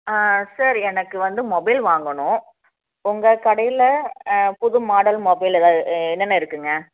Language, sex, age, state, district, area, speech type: Tamil, female, 30-45, Tamil Nadu, Coimbatore, rural, conversation